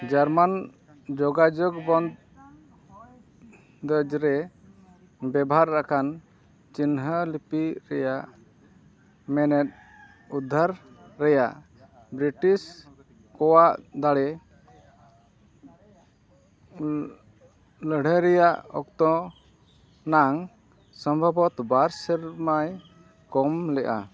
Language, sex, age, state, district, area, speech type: Santali, male, 45-60, Odisha, Mayurbhanj, rural, read